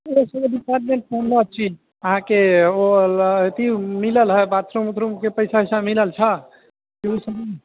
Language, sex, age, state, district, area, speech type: Maithili, male, 18-30, Bihar, Sitamarhi, rural, conversation